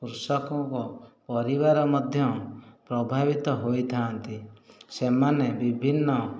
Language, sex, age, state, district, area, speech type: Odia, male, 30-45, Odisha, Khordha, rural, spontaneous